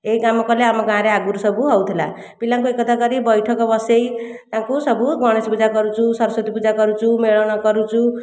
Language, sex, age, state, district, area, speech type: Odia, female, 60+, Odisha, Khordha, rural, spontaneous